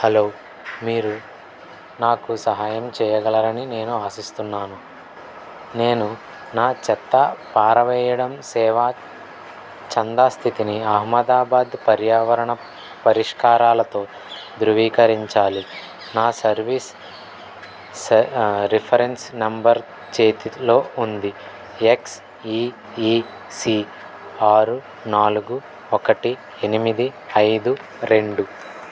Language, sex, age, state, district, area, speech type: Telugu, male, 18-30, Andhra Pradesh, N T Rama Rao, urban, read